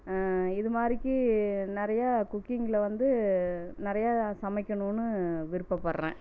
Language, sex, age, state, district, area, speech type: Tamil, female, 45-60, Tamil Nadu, Erode, rural, spontaneous